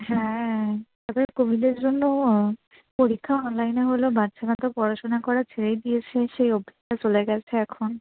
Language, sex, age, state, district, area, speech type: Bengali, female, 18-30, West Bengal, Howrah, urban, conversation